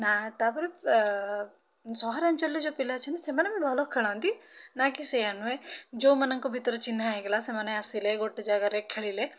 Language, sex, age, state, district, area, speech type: Odia, female, 30-45, Odisha, Bhadrak, rural, spontaneous